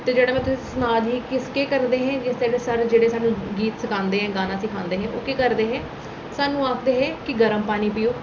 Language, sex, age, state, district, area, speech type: Dogri, female, 18-30, Jammu and Kashmir, Reasi, urban, spontaneous